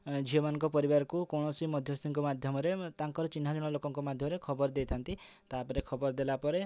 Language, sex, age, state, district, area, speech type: Odia, male, 30-45, Odisha, Mayurbhanj, rural, spontaneous